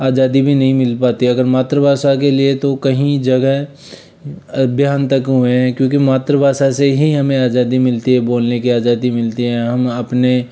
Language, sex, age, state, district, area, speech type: Hindi, male, 30-45, Rajasthan, Jaipur, urban, spontaneous